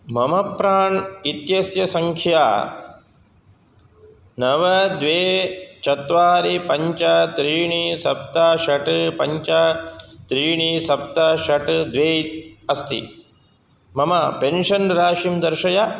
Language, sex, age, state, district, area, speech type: Sanskrit, male, 45-60, Karnataka, Udupi, urban, read